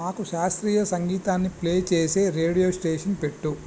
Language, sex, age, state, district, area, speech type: Telugu, male, 45-60, Andhra Pradesh, Visakhapatnam, urban, read